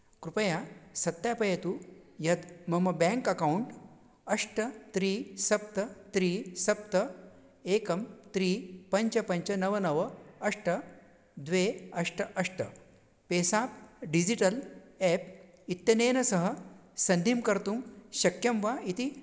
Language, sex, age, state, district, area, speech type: Sanskrit, male, 60+, Maharashtra, Nagpur, urban, read